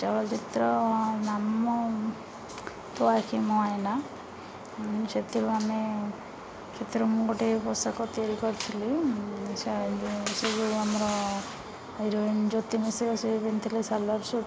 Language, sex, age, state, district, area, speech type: Odia, female, 30-45, Odisha, Rayagada, rural, spontaneous